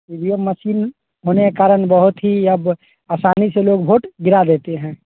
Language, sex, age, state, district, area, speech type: Hindi, male, 30-45, Bihar, Vaishali, rural, conversation